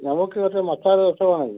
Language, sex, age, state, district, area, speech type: Malayalam, male, 60+, Kerala, Kasaragod, urban, conversation